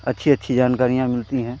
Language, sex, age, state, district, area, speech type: Hindi, male, 45-60, Uttar Pradesh, Hardoi, rural, spontaneous